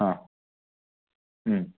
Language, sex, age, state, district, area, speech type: Malayalam, male, 45-60, Kerala, Wayanad, rural, conversation